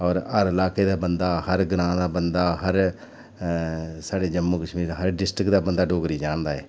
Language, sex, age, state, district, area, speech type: Dogri, male, 45-60, Jammu and Kashmir, Udhampur, urban, spontaneous